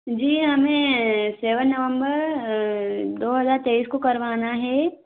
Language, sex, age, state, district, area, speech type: Hindi, female, 18-30, Madhya Pradesh, Bhopal, urban, conversation